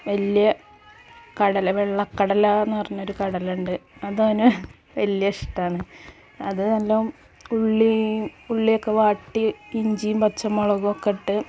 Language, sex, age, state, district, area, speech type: Malayalam, female, 45-60, Kerala, Malappuram, rural, spontaneous